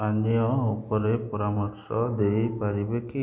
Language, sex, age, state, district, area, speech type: Odia, male, 30-45, Odisha, Kalahandi, rural, read